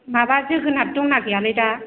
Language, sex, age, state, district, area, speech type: Bodo, female, 45-60, Assam, Chirang, rural, conversation